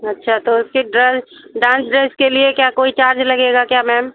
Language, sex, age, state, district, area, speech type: Hindi, female, 60+, Uttar Pradesh, Sitapur, rural, conversation